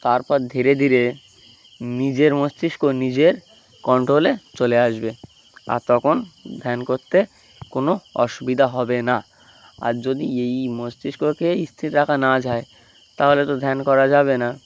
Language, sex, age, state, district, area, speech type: Bengali, male, 18-30, West Bengal, Uttar Dinajpur, urban, spontaneous